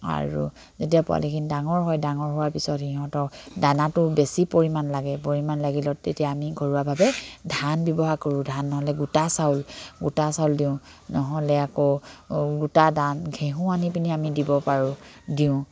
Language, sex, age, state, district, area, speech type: Assamese, female, 45-60, Assam, Dibrugarh, rural, spontaneous